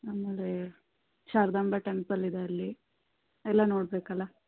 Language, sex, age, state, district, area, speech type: Kannada, female, 18-30, Karnataka, Davanagere, rural, conversation